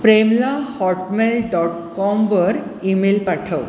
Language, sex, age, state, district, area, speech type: Marathi, female, 60+, Maharashtra, Mumbai Suburban, urban, read